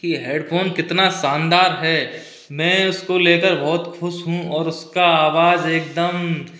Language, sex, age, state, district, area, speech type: Hindi, male, 18-30, Rajasthan, Karauli, rural, spontaneous